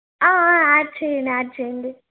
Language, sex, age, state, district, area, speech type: Telugu, female, 30-45, Andhra Pradesh, Chittoor, urban, conversation